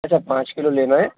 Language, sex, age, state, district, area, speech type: Hindi, male, 18-30, Madhya Pradesh, Jabalpur, urban, conversation